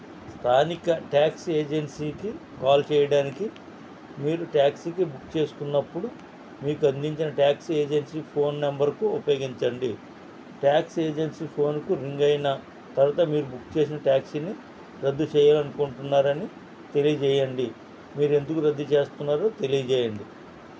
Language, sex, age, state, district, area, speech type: Telugu, male, 60+, Andhra Pradesh, East Godavari, rural, spontaneous